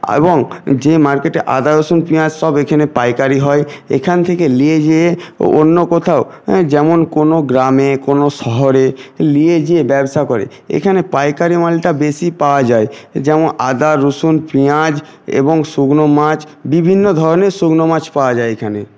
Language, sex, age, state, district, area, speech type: Bengali, male, 60+, West Bengal, Jhargram, rural, spontaneous